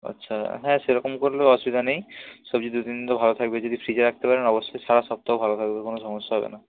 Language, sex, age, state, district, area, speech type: Bengali, male, 18-30, West Bengal, Nadia, rural, conversation